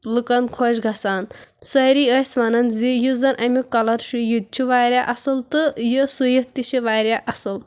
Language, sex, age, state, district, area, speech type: Kashmiri, female, 18-30, Jammu and Kashmir, Kulgam, rural, spontaneous